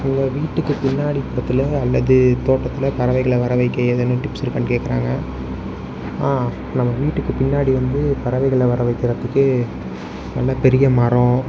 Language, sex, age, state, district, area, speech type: Tamil, male, 18-30, Tamil Nadu, Mayiladuthurai, urban, spontaneous